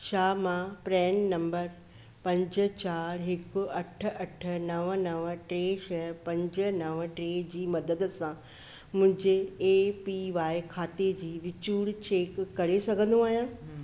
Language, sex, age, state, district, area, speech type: Sindhi, female, 45-60, Maharashtra, Thane, urban, read